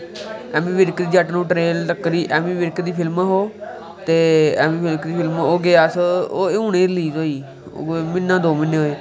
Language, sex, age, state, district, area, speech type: Dogri, male, 18-30, Jammu and Kashmir, Kathua, rural, spontaneous